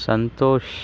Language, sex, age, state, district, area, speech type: Sanskrit, male, 45-60, Kerala, Thiruvananthapuram, urban, spontaneous